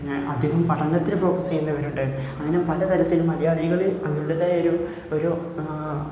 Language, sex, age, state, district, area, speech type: Malayalam, male, 18-30, Kerala, Malappuram, rural, spontaneous